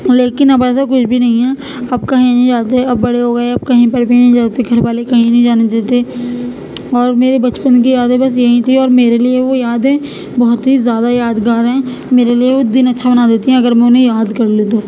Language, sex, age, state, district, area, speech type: Urdu, female, 18-30, Uttar Pradesh, Gautam Buddha Nagar, rural, spontaneous